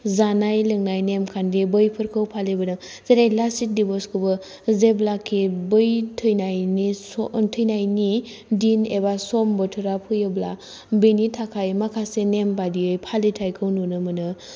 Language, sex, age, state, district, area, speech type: Bodo, female, 18-30, Assam, Kokrajhar, rural, spontaneous